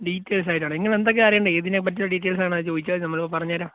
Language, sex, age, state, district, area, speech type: Malayalam, male, 18-30, Kerala, Alappuzha, rural, conversation